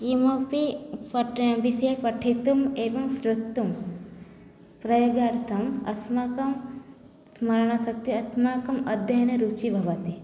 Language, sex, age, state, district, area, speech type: Sanskrit, female, 18-30, Odisha, Cuttack, rural, spontaneous